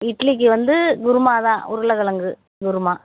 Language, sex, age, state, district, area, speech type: Tamil, female, 60+, Tamil Nadu, Perambalur, rural, conversation